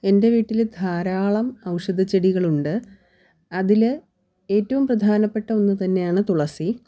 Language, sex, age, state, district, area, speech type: Malayalam, female, 30-45, Kerala, Thiruvananthapuram, rural, spontaneous